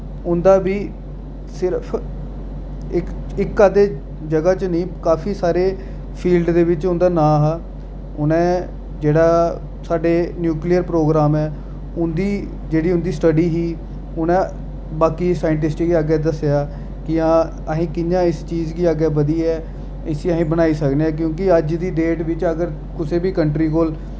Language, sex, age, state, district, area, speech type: Dogri, male, 30-45, Jammu and Kashmir, Jammu, urban, spontaneous